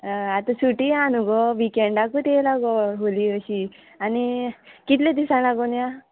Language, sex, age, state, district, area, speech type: Goan Konkani, female, 18-30, Goa, Murmgao, rural, conversation